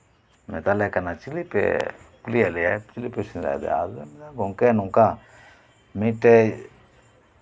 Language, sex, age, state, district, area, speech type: Santali, male, 45-60, West Bengal, Birbhum, rural, spontaneous